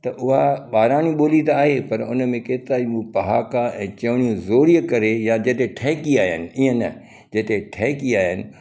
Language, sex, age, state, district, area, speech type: Sindhi, male, 60+, Gujarat, Kutch, urban, spontaneous